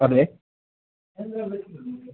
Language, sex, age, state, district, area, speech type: Malayalam, male, 18-30, Kerala, Pathanamthitta, rural, conversation